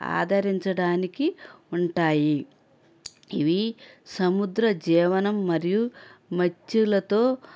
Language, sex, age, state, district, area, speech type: Telugu, female, 45-60, Andhra Pradesh, N T Rama Rao, urban, spontaneous